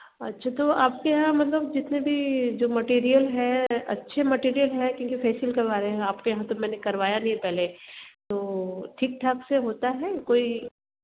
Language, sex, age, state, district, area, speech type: Hindi, female, 30-45, Uttar Pradesh, Varanasi, urban, conversation